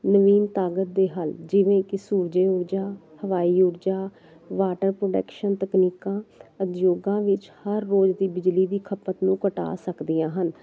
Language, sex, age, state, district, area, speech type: Punjabi, female, 45-60, Punjab, Jalandhar, urban, spontaneous